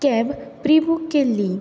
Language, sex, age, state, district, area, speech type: Goan Konkani, female, 18-30, Goa, Quepem, rural, spontaneous